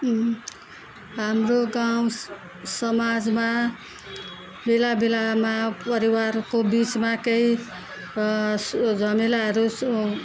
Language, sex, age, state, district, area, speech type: Nepali, female, 45-60, West Bengal, Darjeeling, rural, spontaneous